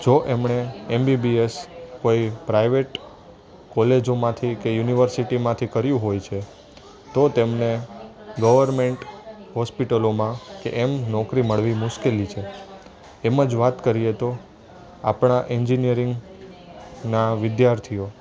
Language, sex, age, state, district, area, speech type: Gujarati, male, 18-30, Gujarat, Junagadh, urban, spontaneous